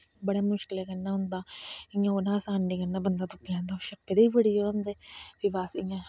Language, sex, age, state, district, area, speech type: Dogri, female, 60+, Jammu and Kashmir, Reasi, rural, spontaneous